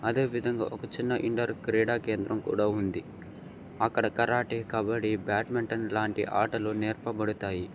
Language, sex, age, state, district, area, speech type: Telugu, male, 18-30, Andhra Pradesh, Nandyal, urban, spontaneous